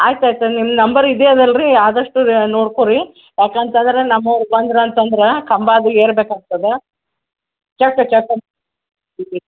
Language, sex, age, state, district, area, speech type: Kannada, female, 60+, Karnataka, Gulbarga, urban, conversation